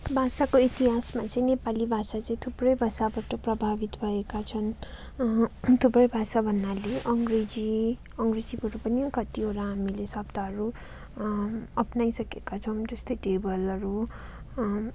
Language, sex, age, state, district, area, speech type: Nepali, female, 18-30, West Bengal, Darjeeling, rural, spontaneous